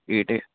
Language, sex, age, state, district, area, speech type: Urdu, male, 18-30, Delhi, East Delhi, urban, conversation